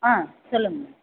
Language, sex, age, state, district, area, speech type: Tamil, female, 30-45, Tamil Nadu, Ranipet, urban, conversation